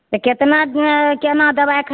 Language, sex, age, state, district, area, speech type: Maithili, female, 30-45, Bihar, Begusarai, rural, conversation